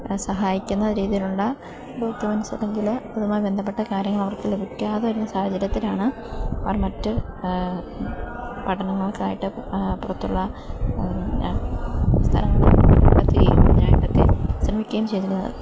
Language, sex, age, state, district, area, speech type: Malayalam, female, 18-30, Kerala, Idukki, rural, spontaneous